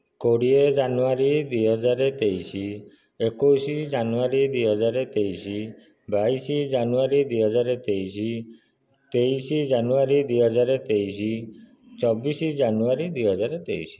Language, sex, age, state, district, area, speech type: Odia, male, 30-45, Odisha, Dhenkanal, rural, spontaneous